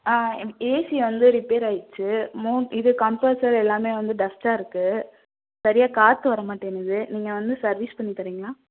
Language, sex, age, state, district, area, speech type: Tamil, female, 18-30, Tamil Nadu, Madurai, urban, conversation